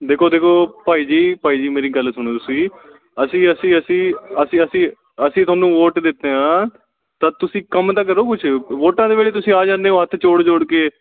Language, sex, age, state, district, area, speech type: Punjabi, male, 18-30, Punjab, Mansa, urban, conversation